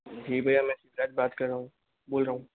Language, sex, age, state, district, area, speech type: Hindi, female, 60+, Rajasthan, Jodhpur, urban, conversation